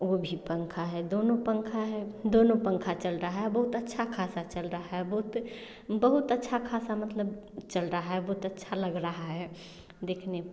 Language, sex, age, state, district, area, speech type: Hindi, female, 30-45, Bihar, Samastipur, rural, spontaneous